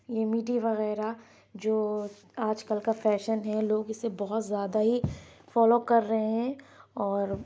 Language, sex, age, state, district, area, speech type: Urdu, female, 18-30, Uttar Pradesh, Lucknow, urban, spontaneous